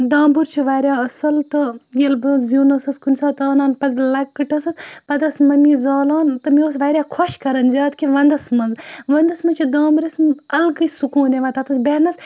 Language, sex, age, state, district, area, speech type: Kashmiri, female, 30-45, Jammu and Kashmir, Baramulla, rural, spontaneous